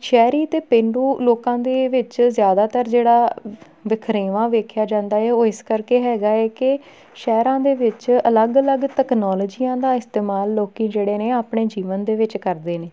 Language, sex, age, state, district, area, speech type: Punjabi, female, 18-30, Punjab, Tarn Taran, rural, spontaneous